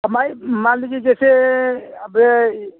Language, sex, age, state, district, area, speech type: Hindi, male, 45-60, Uttar Pradesh, Azamgarh, rural, conversation